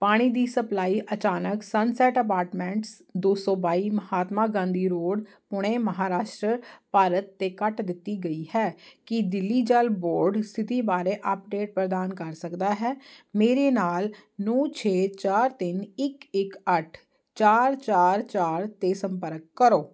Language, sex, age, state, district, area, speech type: Punjabi, female, 30-45, Punjab, Jalandhar, urban, read